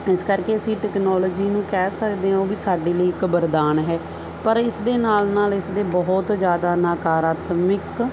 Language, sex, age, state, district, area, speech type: Punjabi, female, 30-45, Punjab, Barnala, rural, spontaneous